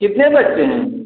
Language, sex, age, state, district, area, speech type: Hindi, male, 60+, Uttar Pradesh, Ayodhya, rural, conversation